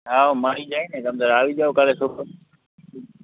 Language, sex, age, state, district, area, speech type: Gujarati, male, 18-30, Gujarat, Morbi, rural, conversation